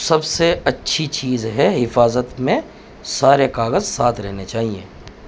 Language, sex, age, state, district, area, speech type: Urdu, male, 30-45, Uttar Pradesh, Muzaffarnagar, urban, spontaneous